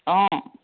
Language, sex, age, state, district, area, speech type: Assamese, female, 30-45, Assam, Biswanath, rural, conversation